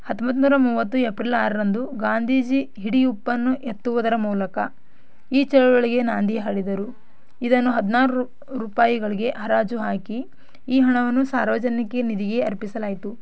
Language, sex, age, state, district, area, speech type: Kannada, female, 18-30, Karnataka, Bidar, rural, spontaneous